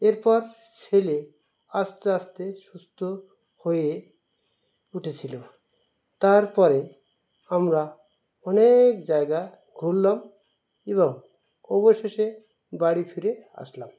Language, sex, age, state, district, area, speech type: Bengali, male, 45-60, West Bengal, Dakshin Dinajpur, urban, spontaneous